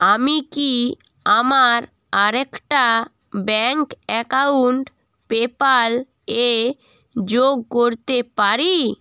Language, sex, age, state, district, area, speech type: Bengali, female, 18-30, West Bengal, Jalpaiguri, rural, read